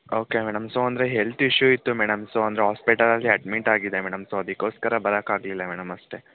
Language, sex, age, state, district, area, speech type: Kannada, male, 18-30, Karnataka, Kodagu, rural, conversation